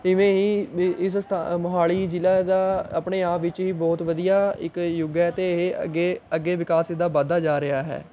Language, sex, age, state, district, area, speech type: Punjabi, male, 18-30, Punjab, Mohali, rural, spontaneous